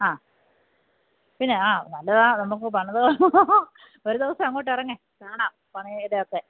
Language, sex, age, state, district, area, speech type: Malayalam, female, 45-60, Kerala, Pathanamthitta, rural, conversation